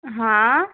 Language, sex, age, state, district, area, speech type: Hindi, female, 18-30, Rajasthan, Karauli, rural, conversation